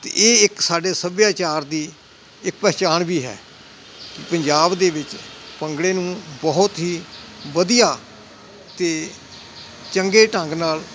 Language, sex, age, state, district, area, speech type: Punjabi, male, 60+, Punjab, Hoshiarpur, rural, spontaneous